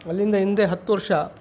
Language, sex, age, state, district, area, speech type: Kannada, male, 45-60, Karnataka, Chikkaballapur, rural, spontaneous